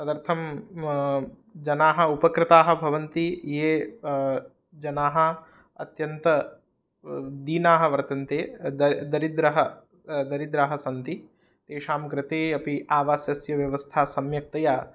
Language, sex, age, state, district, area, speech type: Sanskrit, male, 18-30, Odisha, Puri, rural, spontaneous